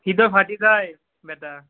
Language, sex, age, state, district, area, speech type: Assamese, male, 18-30, Assam, Barpeta, rural, conversation